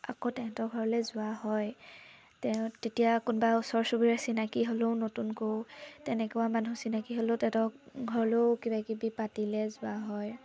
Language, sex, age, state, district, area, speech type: Assamese, female, 18-30, Assam, Sivasagar, rural, spontaneous